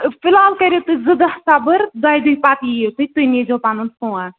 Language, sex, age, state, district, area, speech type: Kashmiri, female, 18-30, Jammu and Kashmir, Ganderbal, rural, conversation